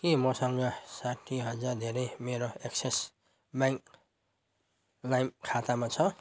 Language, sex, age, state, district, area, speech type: Nepali, male, 30-45, West Bengal, Jalpaiguri, urban, read